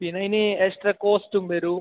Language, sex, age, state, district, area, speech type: Malayalam, male, 18-30, Kerala, Kasaragod, urban, conversation